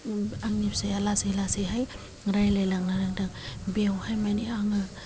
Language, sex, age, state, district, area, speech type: Bodo, female, 45-60, Assam, Kokrajhar, rural, spontaneous